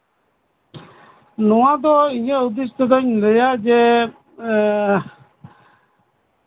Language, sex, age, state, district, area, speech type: Santali, male, 45-60, West Bengal, Birbhum, rural, conversation